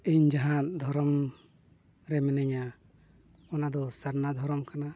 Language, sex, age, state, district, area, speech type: Santali, male, 45-60, Odisha, Mayurbhanj, rural, spontaneous